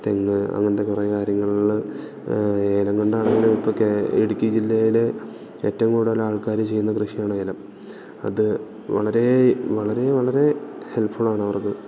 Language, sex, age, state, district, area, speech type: Malayalam, male, 18-30, Kerala, Idukki, rural, spontaneous